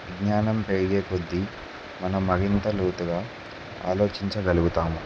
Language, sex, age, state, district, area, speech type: Telugu, male, 18-30, Telangana, Kamareddy, urban, spontaneous